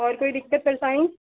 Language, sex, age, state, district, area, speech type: Hindi, female, 18-30, Uttar Pradesh, Chandauli, rural, conversation